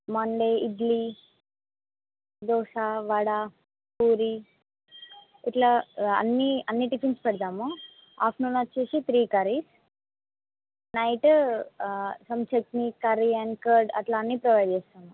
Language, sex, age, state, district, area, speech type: Telugu, female, 18-30, Telangana, Mahbubnagar, urban, conversation